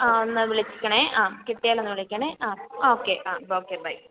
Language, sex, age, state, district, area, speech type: Malayalam, female, 18-30, Kerala, Idukki, rural, conversation